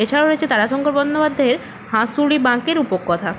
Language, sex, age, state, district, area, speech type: Bengali, female, 18-30, West Bengal, Purba Medinipur, rural, spontaneous